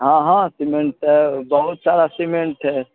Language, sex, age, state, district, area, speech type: Maithili, male, 60+, Bihar, Araria, urban, conversation